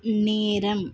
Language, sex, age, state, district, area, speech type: Tamil, female, 18-30, Tamil Nadu, Tirupattur, urban, read